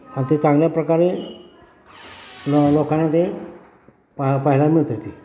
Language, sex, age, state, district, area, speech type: Marathi, male, 60+, Maharashtra, Satara, rural, spontaneous